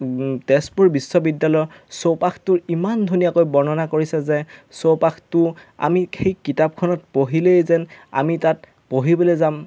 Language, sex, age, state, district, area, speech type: Assamese, male, 30-45, Assam, Golaghat, urban, spontaneous